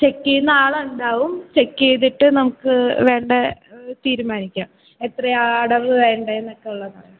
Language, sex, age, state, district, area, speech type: Malayalam, female, 18-30, Kerala, Thiruvananthapuram, urban, conversation